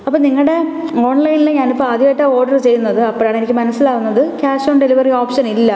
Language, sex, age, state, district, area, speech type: Malayalam, female, 18-30, Kerala, Thiruvananthapuram, urban, spontaneous